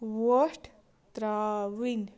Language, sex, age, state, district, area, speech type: Kashmiri, female, 30-45, Jammu and Kashmir, Shopian, rural, read